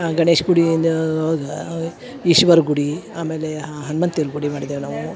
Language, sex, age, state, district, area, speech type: Kannada, female, 60+, Karnataka, Dharwad, rural, spontaneous